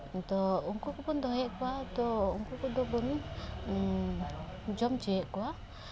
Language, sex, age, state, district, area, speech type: Santali, female, 18-30, West Bengal, Paschim Bardhaman, rural, spontaneous